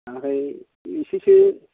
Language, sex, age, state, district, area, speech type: Bodo, male, 45-60, Assam, Kokrajhar, urban, conversation